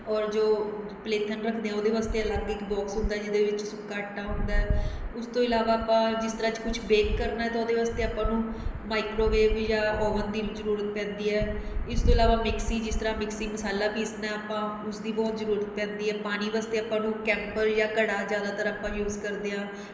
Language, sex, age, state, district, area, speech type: Punjabi, female, 30-45, Punjab, Mohali, urban, spontaneous